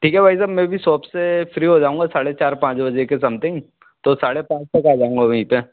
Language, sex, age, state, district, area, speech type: Hindi, male, 18-30, Madhya Pradesh, Bhopal, urban, conversation